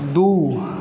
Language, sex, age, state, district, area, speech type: Maithili, male, 18-30, Bihar, Saharsa, rural, read